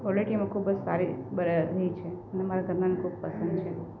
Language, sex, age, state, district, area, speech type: Gujarati, female, 45-60, Gujarat, Valsad, rural, spontaneous